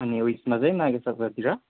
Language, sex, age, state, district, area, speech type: Nepali, male, 30-45, West Bengal, Jalpaiguri, rural, conversation